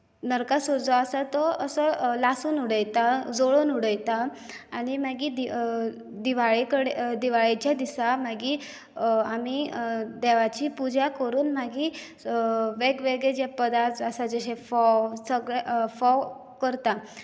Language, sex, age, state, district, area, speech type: Goan Konkani, female, 18-30, Goa, Bardez, rural, spontaneous